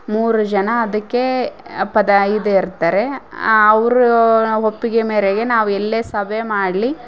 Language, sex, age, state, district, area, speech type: Kannada, female, 18-30, Karnataka, Koppal, rural, spontaneous